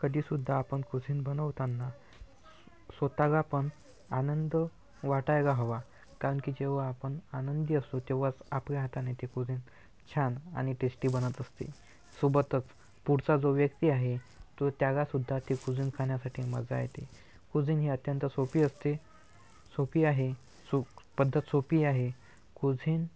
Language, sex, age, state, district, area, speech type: Marathi, male, 18-30, Maharashtra, Washim, urban, spontaneous